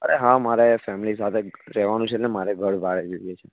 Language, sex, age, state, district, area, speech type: Gujarati, male, 18-30, Gujarat, Anand, rural, conversation